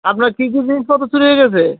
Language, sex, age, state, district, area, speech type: Bengali, male, 18-30, West Bengal, Birbhum, urban, conversation